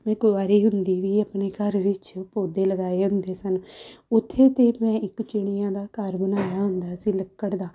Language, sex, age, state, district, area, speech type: Punjabi, female, 30-45, Punjab, Amritsar, urban, spontaneous